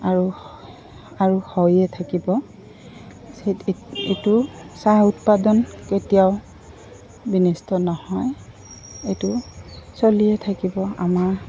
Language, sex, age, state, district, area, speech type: Assamese, female, 45-60, Assam, Goalpara, urban, spontaneous